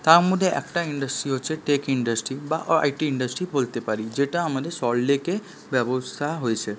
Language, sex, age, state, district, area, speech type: Bengali, male, 18-30, West Bengal, Paschim Bardhaman, urban, spontaneous